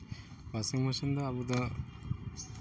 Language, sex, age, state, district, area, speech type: Santali, male, 18-30, West Bengal, Uttar Dinajpur, rural, spontaneous